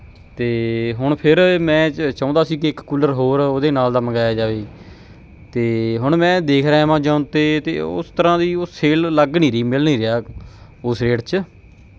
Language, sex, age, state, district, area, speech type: Punjabi, male, 30-45, Punjab, Bathinda, rural, spontaneous